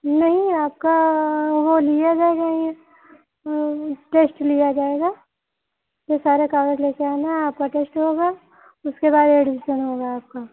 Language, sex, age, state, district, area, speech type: Hindi, female, 45-60, Uttar Pradesh, Sitapur, rural, conversation